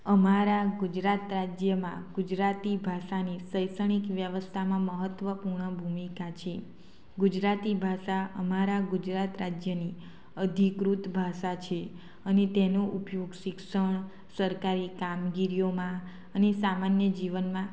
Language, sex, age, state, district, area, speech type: Gujarati, female, 30-45, Gujarat, Anand, rural, spontaneous